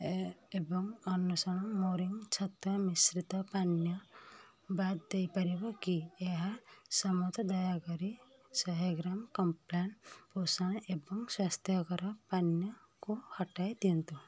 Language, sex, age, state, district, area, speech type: Odia, female, 30-45, Odisha, Kendujhar, urban, read